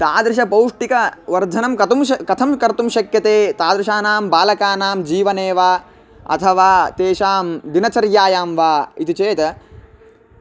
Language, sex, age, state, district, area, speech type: Sanskrit, male, 18-30, Karnataka, Chitradurga, rural, spontaneous